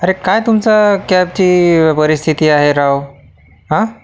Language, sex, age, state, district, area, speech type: Marathi, male, 45-60, Maharashtra, Akola, urban, spontaneous